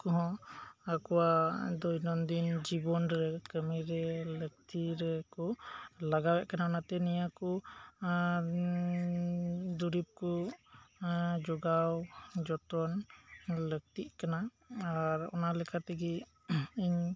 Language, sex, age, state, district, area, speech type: Santali, male, 30-45, West Bengal, Birbhum, rural, spontaneous